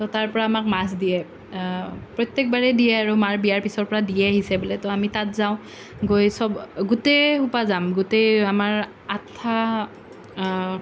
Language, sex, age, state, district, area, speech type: Assamese, female, 18-30, Assam, Nalbari, rural, spontaneous